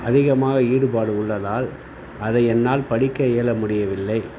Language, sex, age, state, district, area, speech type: Tamil, male, 45-60, Tamil Nadu, Tiruvannamalai, rural, spontaneous